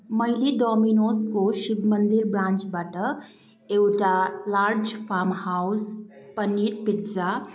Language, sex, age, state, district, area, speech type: Nepali, female, 18-30, West Bengal, Kalimpong, rural, spontaneous